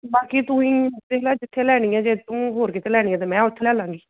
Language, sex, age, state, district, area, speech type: Punjabi, female, 30-45, Punjab, Gurdaspur, rural, conversation